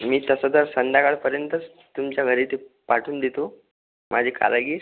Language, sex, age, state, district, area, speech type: Marathi, male, 18-30, Maharashtra, Akola, rural, conversation